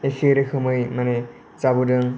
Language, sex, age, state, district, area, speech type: Bodo, male, 18-30, Assam, Kokrajhar, rural, spontaneous